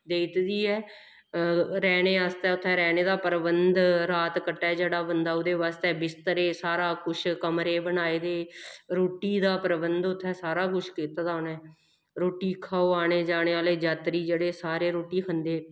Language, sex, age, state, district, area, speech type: Dogri, female, 30-45, Jammu and Kashmir, Kathua, rural, spontaneous